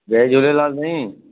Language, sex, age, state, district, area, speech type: Sindhi, male, 30-45, Delhi, South Delhi, urban, conversation